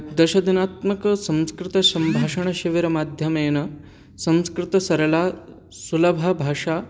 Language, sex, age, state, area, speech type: Sanskrit, male, 18-30, Haryana, urban, spontaneous